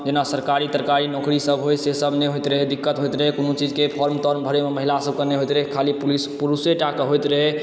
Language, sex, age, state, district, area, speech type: Maithili, male, 30-45, Bihar, Supaul, rural, spontaneous